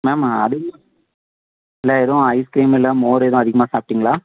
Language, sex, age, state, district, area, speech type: Tamil, male, 30-45, Tamil Nadu, Thoothukudi, urban, conversation